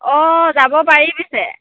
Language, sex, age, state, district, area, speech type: Assamese, female, 30-45, Assam, Morigaon, rural, conversation